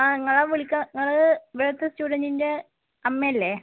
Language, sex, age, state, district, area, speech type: Malayalam, female, 18-30, Kerala, Malappuram, rural, conversation